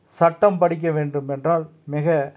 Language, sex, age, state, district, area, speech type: Tamil, male, 45-60, Tamil Nadu, Tiruppur, rural, spontaneous